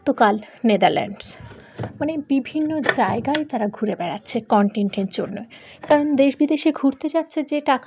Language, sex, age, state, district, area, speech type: Bengali, female, 18-30, West Bengal, Dakshin Dinajpur, urban, spontaneous